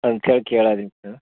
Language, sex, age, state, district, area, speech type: Kannada, male, 45-60, Karnataka, Bidar, urban, conversation